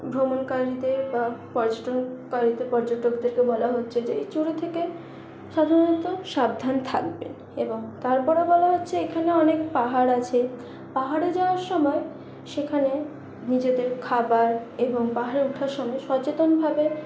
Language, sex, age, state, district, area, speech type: Bengali, female, 30-45, West Bengal, Paschim Bardhaman, urban, spontaneous